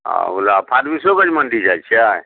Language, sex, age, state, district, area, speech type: Maithili, male, 60+, Bihar, Araria, rural, conversation